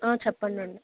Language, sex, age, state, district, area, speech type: Telugu, female, 30-45, Andhra Pradesh, Krishna, rural, conversation